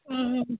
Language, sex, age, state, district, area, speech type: Tamil, female, 18-30, Tamil Nadu, Ranipet, rural, conversation